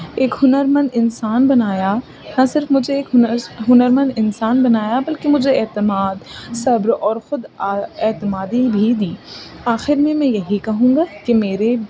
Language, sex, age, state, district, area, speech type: Urdu, female, 18-30, Uttar Pradesh, Rampur, urban, spontaneous